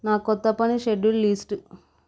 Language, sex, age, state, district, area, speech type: Telugu, female, 18-30, Telangana, Vikarabad, urban, read